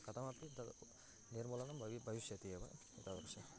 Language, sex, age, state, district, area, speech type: Sanskrit, male, 18-30, Karnataka, Bagalkot, rural, spontaneous